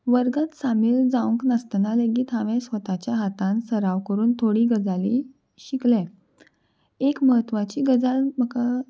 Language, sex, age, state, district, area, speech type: Goan Konkani, female, 18-30, Goa, Salcete, urban, spontaneous